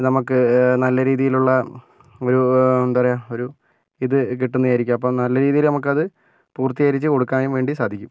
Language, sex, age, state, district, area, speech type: Malayalam, male, 45-60, Kerala, Kozhikode, urban, spontaneous